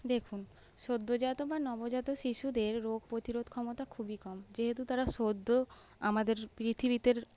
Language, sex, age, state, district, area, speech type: Bengali, female, 18-30, West Bengal, North 24 Parganas, urban, spontaneous